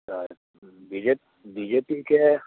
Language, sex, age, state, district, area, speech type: Maithili, male, 45-60, Bihar, Muzaffarpur, urban, conversation